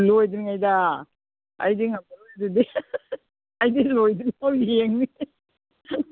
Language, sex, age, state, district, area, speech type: Manipuri, female, 60+, Manipur, Imphal East, urban, conversation